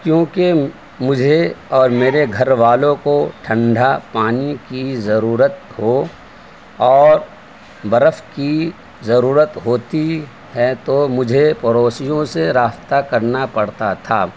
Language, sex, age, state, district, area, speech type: Urdu, male, 30-45, Delhi, Central Delhi, urban, spontaneous